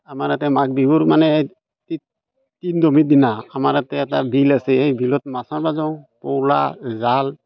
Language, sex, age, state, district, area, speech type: Assamese, male, 45-60, Assam, Barpeta, rural, spontaneous